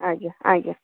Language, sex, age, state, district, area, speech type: Odia, female, 45-60, Odisha, Sundergarh, rural, conversation